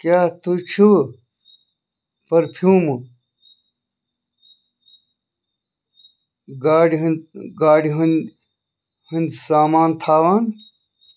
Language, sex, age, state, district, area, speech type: Kashmiri, other, 45-60, Jammu and Kashmir, Bandipora, rural, read